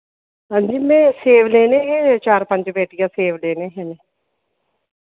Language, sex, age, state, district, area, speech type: Dogri, female, 45-60, Jammu and Kashmir, Reasi, rural, conversation